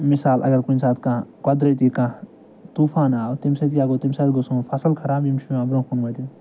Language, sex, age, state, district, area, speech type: Kashmiri, male, 45-60, Jammu and Kashmir, Ganderbal, urban, spontaneous